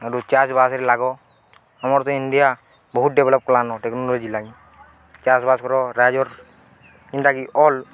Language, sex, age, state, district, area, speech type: Odia, male, 18-30, Odisha, Balangir, urban, spontaneous